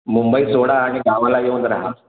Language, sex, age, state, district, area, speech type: Marathi, male, 60+, Maharashtra, Mumbai Suburban, urban, conversation